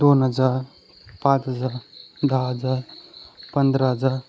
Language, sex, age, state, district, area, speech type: Marathi, male, 18-30, Maharashtra, Sindhudurg, rural, spontaneous